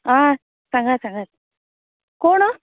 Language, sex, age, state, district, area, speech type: Goan Konkani, female, 30-45, Goa, Canacona, urban, conversation